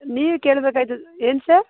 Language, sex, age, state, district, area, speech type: Kannada, female, 30-45, Karnataka, Mandya, rural, conversation